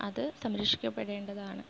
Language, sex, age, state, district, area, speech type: Malayalam, female, 18-30, Kerala, Ernakulam, rural, spontaneous